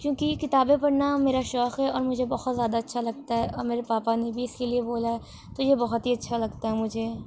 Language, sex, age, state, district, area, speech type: Urdu, female, 18-30, Uttar Pradesh, Shahjahanpur, urban, spontaneous